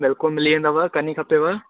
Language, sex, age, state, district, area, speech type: Sindhi, male, 18-30, Madhya Pradesh, Katni, urban, conversation